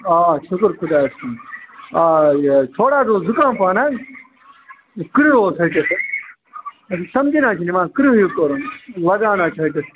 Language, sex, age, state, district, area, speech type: Kashmiri, male, 30-45, Jammu and Kashmir, Budgam, rural, conversation